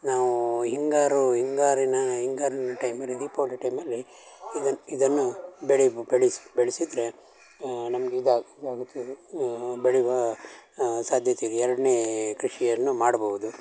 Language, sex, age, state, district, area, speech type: Kannada, male, 60+, Karnataka, Shimoga, rural, spontaneous